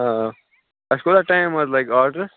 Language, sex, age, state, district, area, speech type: Kashmiri, male, 18-30, Jammu and Kashmir, Bandipora, rural, conversation